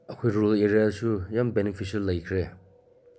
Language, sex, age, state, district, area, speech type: Manipuri, male, 30-45, Manipur, Senapati, rural, spontaneous